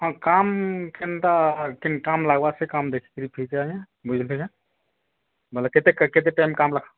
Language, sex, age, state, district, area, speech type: Odia, male, 45-60, Odisha, Nuapada, urban, conversation